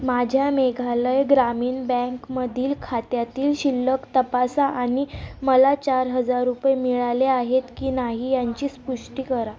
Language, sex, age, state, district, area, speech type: Marathi, female, 18-30, Maharashtra, Amravati, rural, read